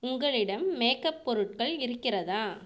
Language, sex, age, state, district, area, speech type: Tamil, female, 45-60, Tamil Nadu, Viluppuram, urban, read